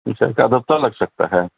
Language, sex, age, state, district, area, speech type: Urdu, male, 60+, Delhi, Central Delhi, urban, conversation